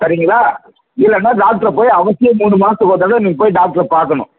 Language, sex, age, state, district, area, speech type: Tamil, male, 60+, Tamil Nadu, Viluppuram, rural, conversation